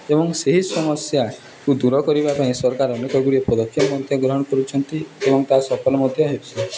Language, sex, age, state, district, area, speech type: Odia, male, 18-30, Odisha, Nuapada, urban, spontaneous